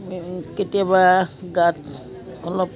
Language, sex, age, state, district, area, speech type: Assamese, female, 60+, Assam, Biswanath, rural, spontaneous